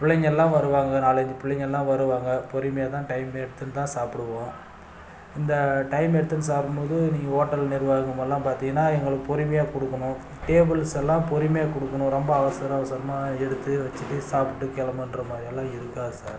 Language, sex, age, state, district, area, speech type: Tamil, male, 30-45, Tamil Nadu, Dharmapuri, urban, spontaneous